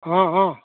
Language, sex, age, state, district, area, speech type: Assamese, male, 30-45, Assam, Golaghat, urban, conversation